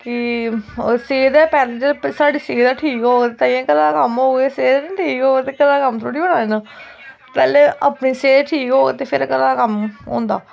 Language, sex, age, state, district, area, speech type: Dogri, female, 18-30, Jammu and Kashmir, Kathua, rural, spontaneous